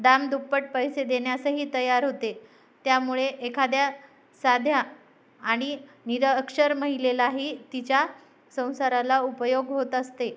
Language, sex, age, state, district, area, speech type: Marathi, female, 45-60, Maharashtra, Nanded, rural, spontaneous